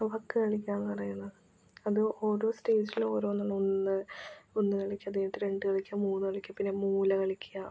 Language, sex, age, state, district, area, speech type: Malayalam, female, 18-30, Kerala, Ernakulam, rural, spontaneous